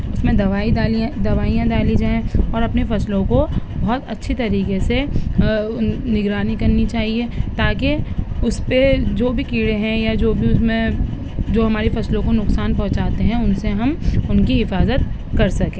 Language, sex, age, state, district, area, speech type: Urdu, female, 18-30, Delhi, East Delhi, urban, spontaneous